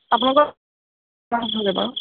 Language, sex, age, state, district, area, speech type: Assamese, female, 60+, Assam, Darrang, rural, conversation